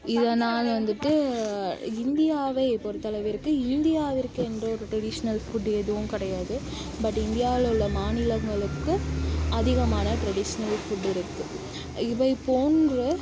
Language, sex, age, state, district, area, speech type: Tamil, female, 45-60, Tamil Nadu, Mayiladuthurai, rural, spontaneous